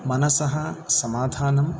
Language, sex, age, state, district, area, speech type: Sanskrit, male, 30-45, Karnataka, Davanagere, urban, spontaneous